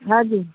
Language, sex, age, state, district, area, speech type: Nepali, female, 45-60, West Bengal, Alipurduar, rural, conversation